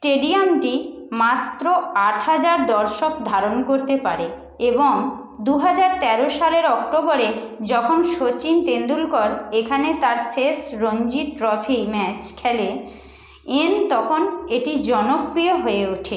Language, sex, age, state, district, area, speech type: Bengali, female, 30-45, West Bengal, Paschim Medinipur, rural, read